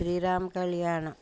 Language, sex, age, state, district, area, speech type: Telugu, female, 60+, Andhra Pradesh, Bapatla, urban, spontaneous